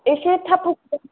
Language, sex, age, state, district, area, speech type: Bodo, female, 18-30, Assam, Kokrajhar, urban, conversation